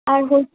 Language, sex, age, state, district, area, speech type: Bengali, female, 18-30, West Bengal, Bankura, urban, conversation